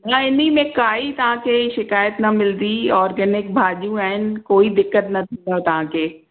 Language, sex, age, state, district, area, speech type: Sindhi, female, 45-60, Uttar Pradesh, Lucknow, urban, conversation